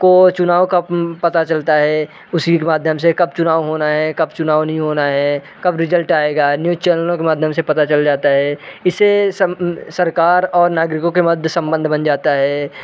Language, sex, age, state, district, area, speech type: Hindi, male, 18-30, Madhya Pradesh, Jabalpur, urban, spontaneous